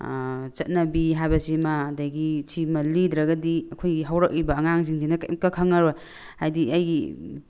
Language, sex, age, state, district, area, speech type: Manipuri, female, 45-60, Manipur, Tengnoupal, rural, spontaneous